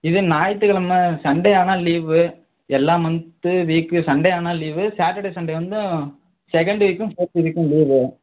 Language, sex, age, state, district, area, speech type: Tamil, male, 18-30, Tamil Nadu, Madurai, urban, conversation